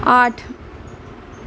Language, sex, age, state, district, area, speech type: Marathi, female, 18-30, Maharashtra, Mumbai Suburban, urban, read